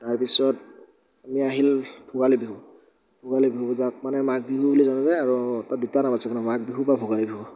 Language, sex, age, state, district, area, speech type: Assamese, male, 18-30, Assam, Darrang, rural, spontaneous